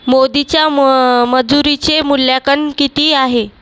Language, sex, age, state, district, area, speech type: Marathi, female, 18-30, Maharashtra, Buldhana, rural, read